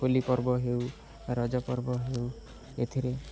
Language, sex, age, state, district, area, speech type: Odia, male, 18-30, Odisha, Jagatsinghpur, rural, spontaneous